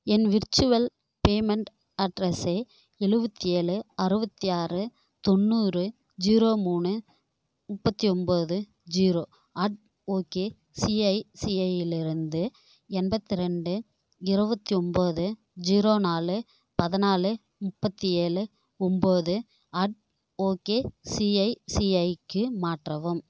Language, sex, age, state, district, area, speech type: Tamil, female, 18-30, Tamil Nadu, Kallakurichi, rural, read